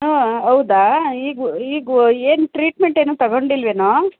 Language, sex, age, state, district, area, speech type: Kannada, female, 45-60, Karnataka, Hassan, urban, conversation